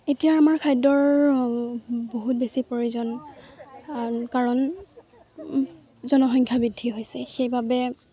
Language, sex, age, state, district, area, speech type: Assamese, female, 18-30, Assam, Lakhimpur, urban, spontaneous